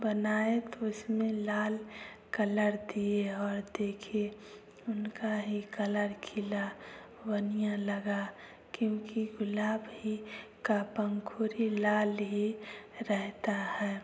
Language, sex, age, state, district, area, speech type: Hindi, female, 30-45, Bihar, Samastipur, rural, spontaneous